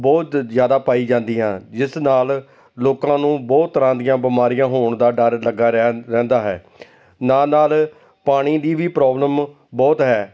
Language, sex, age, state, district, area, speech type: Punjabi, male, 45-60, Punjab, Amritsar, urban, spontaneous